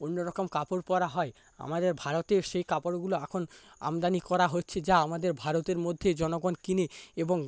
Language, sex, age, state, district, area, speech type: Bengali, male, 30-45, West Bengal, Paschim Medinipur, rural, spontaneous